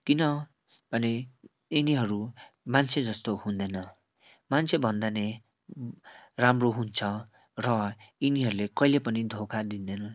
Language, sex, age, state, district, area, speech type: Nepali, male, 18-30, West Bengal, Darjeeling, urban, spontaneous